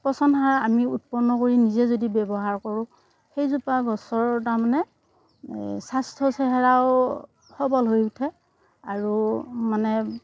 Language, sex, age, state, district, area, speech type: Assamese, female, 60+, Assam, Darrang, rural, spontaneous